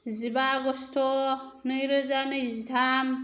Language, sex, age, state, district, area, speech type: Bodo, female, 30-45, Assam, Kokrajhar, rural, spontaneous